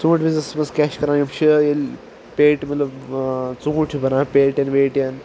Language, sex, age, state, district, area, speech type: Kashmiri, male, 18-30, Jammu and Kashmir, Ganderbal, rural, spontaneous